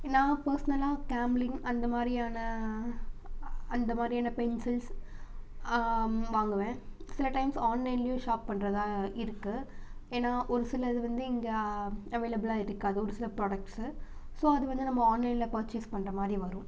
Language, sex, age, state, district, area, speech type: Tamil, female, 18-30, Tamil Nadu, Namakkal, rural, spontaneous